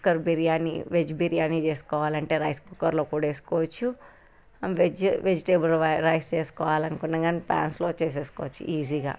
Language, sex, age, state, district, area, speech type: Telugu, female, 30-45, Telangana, Hyderabad, urban, spontaneous